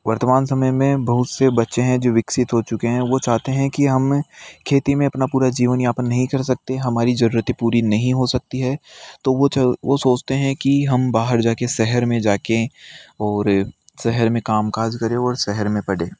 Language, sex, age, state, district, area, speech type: Hindi, male, 60+, Rajasthan, Jaipur, urban, spontaneous